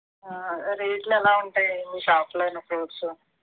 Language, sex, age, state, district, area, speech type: Telugu, female, 60+, Andhra Pradesh, Eluru, rural, conversation